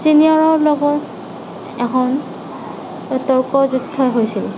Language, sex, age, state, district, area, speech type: Assamese, female, 30-45, Assam, Nagaon, rural, spontaneous